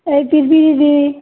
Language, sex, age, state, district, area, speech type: Assamese, female, 60+, Assam, Barpeta, rural, conversation